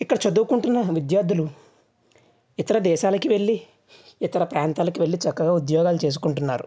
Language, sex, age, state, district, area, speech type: Telugu, male, 45-60, Andhra Pradesh, West Godavari, rural, spontaneous